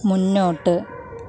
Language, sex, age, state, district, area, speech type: Malayalam, female, 30-45, Kerala, Malappuram, urban, read